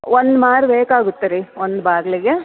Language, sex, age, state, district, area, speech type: Kannada, female, 45-60, Karnataka, Bellary, urban, conversation